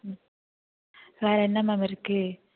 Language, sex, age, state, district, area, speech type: Tamil, female, 18-30, Tamil Nadu, Thanjavur, rural, conversation